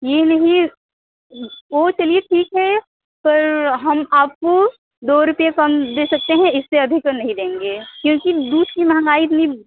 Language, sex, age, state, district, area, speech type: Hindi, female, 30-45, Uttar Pradesh, Mirzapur, rural, conversation